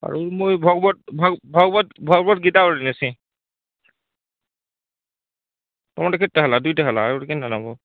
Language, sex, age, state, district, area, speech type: Odia, male, 30-45, Odisha, Nuapada, urban, conversation